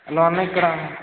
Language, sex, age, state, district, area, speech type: Telugu, male, 18-30, Telangana, Hanamkonda, rural, conversation